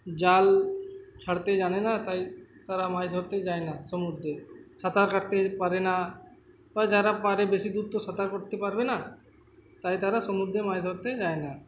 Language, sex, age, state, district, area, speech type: Bengali, male, 18-30, West Bengal, Uttar Dinajpur, rural, spontaneous